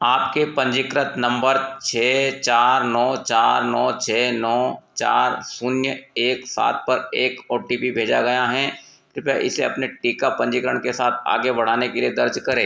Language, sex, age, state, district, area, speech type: Hindi, male, 45-60, Madhya Pradesh, Ujjain, urban, read